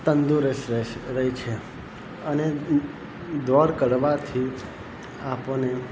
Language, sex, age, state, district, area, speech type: Gujarati, male, 30-45, Gujarat, Narmada, rural, spontaneous